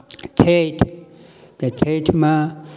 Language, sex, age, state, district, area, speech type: Maithili, male, 60+, Bihar, Darbhanga, rural, spontaneous